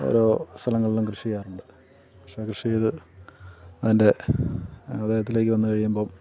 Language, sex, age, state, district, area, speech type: Malayalam, male, 45-60, Kerala, Kottayam, rural, spontaneous